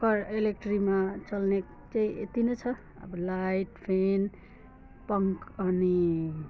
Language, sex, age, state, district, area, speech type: Nepali, female, 45-60, West Bengal, Alipurduar, rural, spontaneous